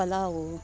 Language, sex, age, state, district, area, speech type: Kannada, female, 60+, Karnataka, Gadag, rural, spontaneous